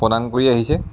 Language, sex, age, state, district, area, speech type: Assamese, male, 30-45, Assam, Lakhimpur, rural, spontaneous